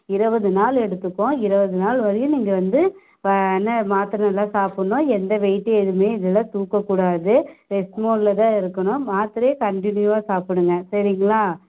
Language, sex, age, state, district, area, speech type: Tamil, female, 18-30, Tamil Nadu, Namakkal, rural, conversation